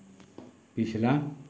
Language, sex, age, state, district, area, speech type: Hindi, male, 60+, Uttar Pradesh, Mau, rural, read